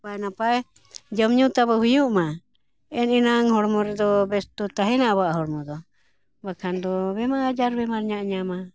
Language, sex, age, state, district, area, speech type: Santali, female, 60+, Jharkhand, Bokaro, rural, spontaneous